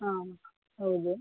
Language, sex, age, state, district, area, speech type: Kannada, female, 30-45, Karnataka, Tumkur, rural, conversation